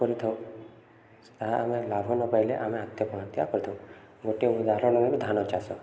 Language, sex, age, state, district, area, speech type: Odia, male, 18-30, Odisha, Subarnapur, urban, spontaneous